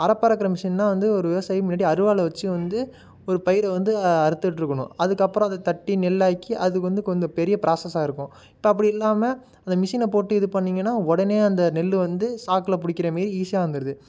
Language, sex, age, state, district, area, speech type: Tamil, male, 18-30, Tamil Nadu, Nagapattinam, rural, spontaneous